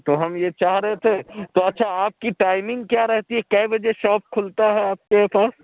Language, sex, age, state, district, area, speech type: Urdu, male, 60+, Uttar Pradesh, Lucknow, urban, conversation